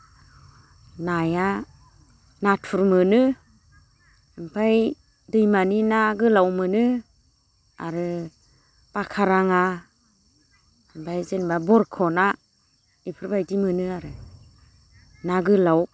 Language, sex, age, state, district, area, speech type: Bodo, female, 45-60, Assam, Baksa, rural, spontaneous